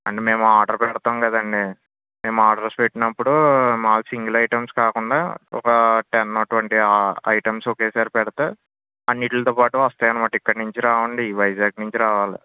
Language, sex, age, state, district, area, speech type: Telugu, male, 18-30, Andhra Pradesh, N T Rama Rao, urban, conversation